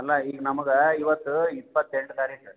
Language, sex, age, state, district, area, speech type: Kannada, male, 45-60, Karnataka, Gulbarga, urban, conversation